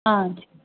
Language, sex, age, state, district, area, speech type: Tamil, female, 18-30, Tamil Nadu, Mayiladuthurai, rural, conversation